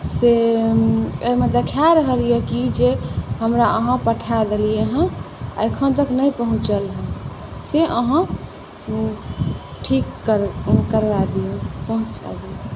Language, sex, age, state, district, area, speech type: Maithili, female, 18-30, Bihar, Saharsa, urban, spontaneous